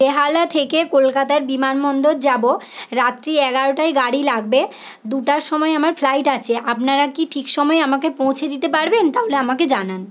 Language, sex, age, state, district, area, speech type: Bengali, female, 18-30, West Bengal, Paschim Medinipur, rural, spontaneous